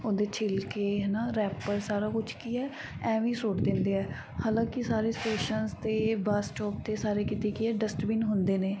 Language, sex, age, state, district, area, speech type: Punjabi, female, 18-30, Punjab, Mansa, urban, spontaneous